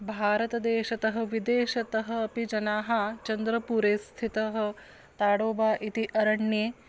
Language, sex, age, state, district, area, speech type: Sanskrit, female, 30-45, Maharashtra, Akola, urban, spontaneous